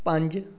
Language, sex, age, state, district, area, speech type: Punjabi, male, 18-30, Punjab, Gurdaspur, rural, read